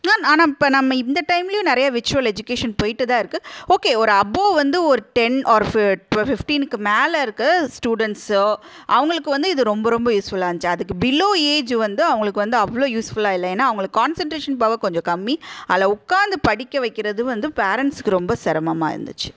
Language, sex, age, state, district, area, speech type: Tamil, female, 30-45, Tamil Nadu, Madurai, urban, spontaneous